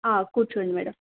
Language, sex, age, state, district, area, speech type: Telugu, female, 18-30, Telangana, Siddipet, urban, conversation